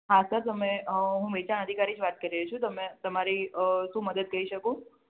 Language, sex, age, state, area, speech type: Gujarati, female, 30-45, Gujarat, urban, conversation